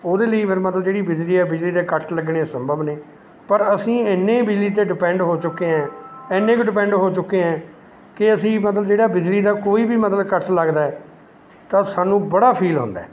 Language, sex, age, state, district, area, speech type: Punjabi, male, 45-60, Punjab, Mansa, urban, spontaneous